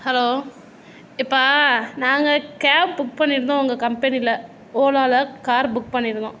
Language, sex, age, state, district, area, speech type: Tamil, female, 60+, Tamil Nadu, Tiruvarur, urban, spontaneous